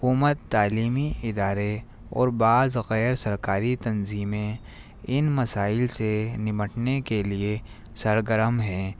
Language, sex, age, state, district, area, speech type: Urdu, male, 30-45, Delhi, New Delhi, urban, spontaneous